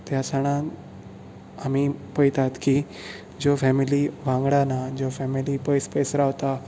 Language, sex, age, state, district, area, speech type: Goan Konkani, male, 18-30, Goa, Bardez, urban, spontaneous